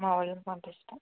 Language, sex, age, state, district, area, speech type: Telugu, female, 18-30, Andhra Pradesh, N T Rama Rao, urban, conversation